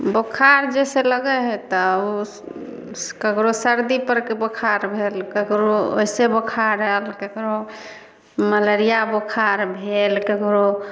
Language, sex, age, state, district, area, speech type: Maithili, female, 30-45, Bihar, Samastipur, urban, spontaneous